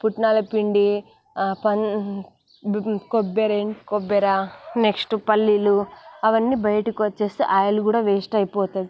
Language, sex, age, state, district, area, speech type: Telugu, female, 18-30, Telangana, Nalgonda, rural, spontaneous